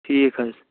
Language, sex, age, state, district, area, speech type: Kashmiri, male, 18-30, Jammu and Kashmir, Anantnag, rural, conversation